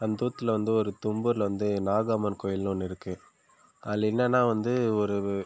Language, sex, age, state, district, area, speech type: Tamil, male, 18-30, Tamil Nadu, Viluppuram, urban, spontaneous